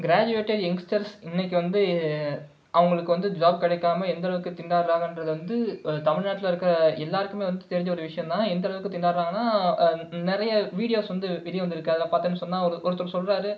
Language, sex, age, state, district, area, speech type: Tamil, male, 30-45, Tamil Nadu, Cuddalore, urban, spontaneous